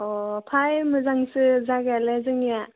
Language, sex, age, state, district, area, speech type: Bodo, female, 18-30, Assam, Udalguri, urban, conversation